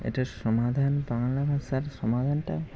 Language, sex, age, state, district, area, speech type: Bengali, male, 18-30, West Bengal, Malda, urban, spontaneous